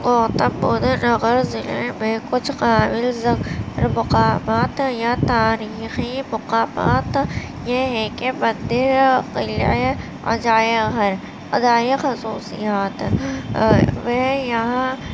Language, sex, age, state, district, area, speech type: Urdu, female, 18-30, Uttar Pradesh, Gautam Buddha Nagar, urban, spontaneous